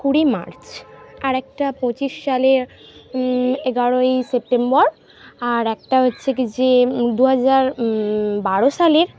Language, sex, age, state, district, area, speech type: Bengali, female, 30-45, West Bengal, Bankura, urban, spontaneous